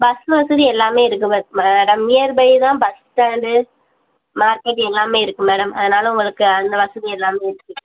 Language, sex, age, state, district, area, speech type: Tamil, female, 18-30, Tamil Nadu, Virudhunagar, rural, conversation